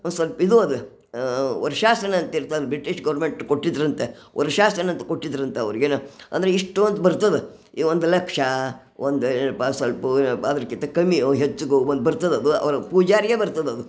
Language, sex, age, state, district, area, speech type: Kannada, female, 60+, Karnataka, Gadag, rural, spontaneous